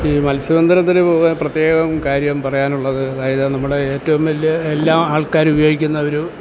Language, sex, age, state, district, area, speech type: Malayalam, male, 60+, Kerala, Kottayam, urban, spontaneous